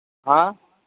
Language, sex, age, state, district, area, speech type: Urdu, male, 18-30, Uttar Pradesh, Siddharthnagar, rural, conversation